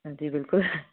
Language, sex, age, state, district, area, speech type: Hindi, female, 60+, Madhya Pradesh, Bhopal, urban, conversation